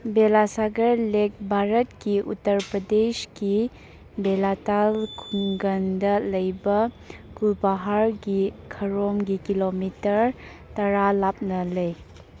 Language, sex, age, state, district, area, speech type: Manipuri, female, 18-30, Manipur, Churachandpur, rural, read